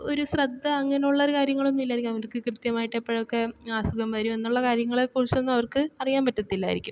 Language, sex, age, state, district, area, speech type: Malayalam, female, 18-30, Kerala, Thiruvananthapuram, urban, spontaneous